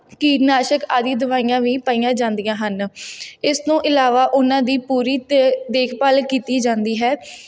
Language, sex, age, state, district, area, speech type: Punjabi, female, 18-30, Punjab, Tarn Taran, rural, spontaneous